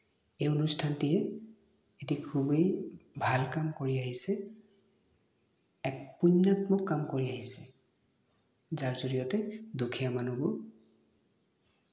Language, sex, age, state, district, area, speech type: Assamese, male, 18-30, Assam, Nagaon, rural, spontaneous